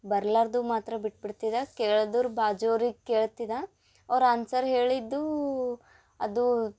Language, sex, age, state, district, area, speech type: Kannada, female, 18-30, Karnataka, Gulbarga, urban, spontaneous